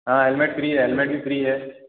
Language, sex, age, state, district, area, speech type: Hindi, male, 18-30, Rajasthan, Jodhpur, urban, conversation